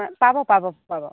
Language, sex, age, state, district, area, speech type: Assamese, female, 45-60, Assam, Jorhat, urban, conversation